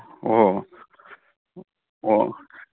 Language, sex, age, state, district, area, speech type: Manipuri, male, 30-45, Manipur, Kangpokpi, urban, conversation